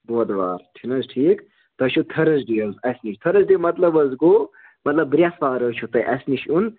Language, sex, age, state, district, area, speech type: Kashmiri, male, 30-45, Jammu and Kashmir, Kupwara, rural, conversation